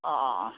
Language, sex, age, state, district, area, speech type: Assamese, male, 45-60, Assam, Barpeta, rural, conversation